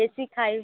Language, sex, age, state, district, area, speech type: Odia, female, 18-30, Odisha, Balangir, urban, conversation